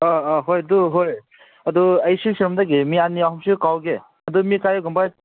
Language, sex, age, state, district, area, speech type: Manipuri, male, 18-30, Manipur, Senapati, rural, conversation